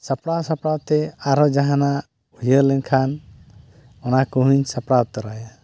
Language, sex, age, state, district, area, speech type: Santali, male, 30-45, Jharkhand, East Singhbhum, rural, spontaneous